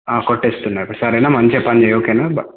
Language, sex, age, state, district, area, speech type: Telugu, male, 18-30, Telangana, Komaram Bheem, urban, conversation